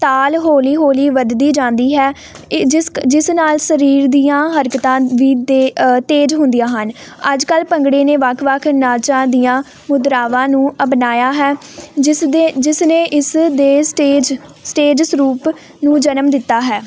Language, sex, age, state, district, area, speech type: Punjabi, female, 18-30, Punjab, Hoshiarpur, rural, spontaneous